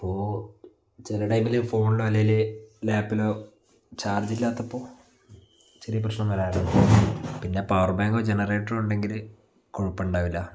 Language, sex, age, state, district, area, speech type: Malayalam, male, 30-45, Kerala, Wayanad, rural, spontaneous